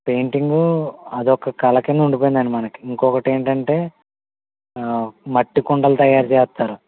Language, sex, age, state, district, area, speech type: Telugu, male, 18-30, Andhra Pradesh, Konaseema, rural, conversation